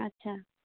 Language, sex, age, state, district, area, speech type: Hindi, female, 18-30, Madhya Pradesh, Gwalior, rural, conversation